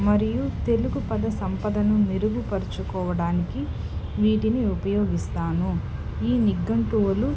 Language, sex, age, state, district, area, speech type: Telugu, female, 18-30, Andhra Pradesh, Nellore, rural, spontaneous